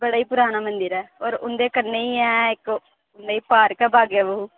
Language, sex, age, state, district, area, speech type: Dogri, female, 18-30, Jammu and Kashmir, Jammu, rural, conversation